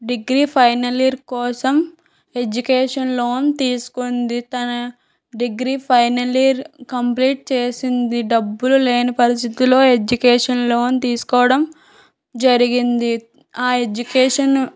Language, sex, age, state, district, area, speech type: Telugu, female, 18-30, Andhra Pradesh, Anakapalli, rural, spontaneous